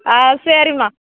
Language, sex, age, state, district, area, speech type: Tamil, female, 30-45, Tamil Nadu, Tirupattur, rural, conversation